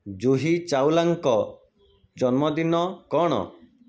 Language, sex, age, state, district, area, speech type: Odia, male, 45-60, Odisha, Jajpur, rural, read